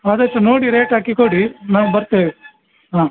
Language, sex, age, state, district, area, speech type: Kannada, male, 60+, Karnataka, Dakshina Kannada, rural, conversation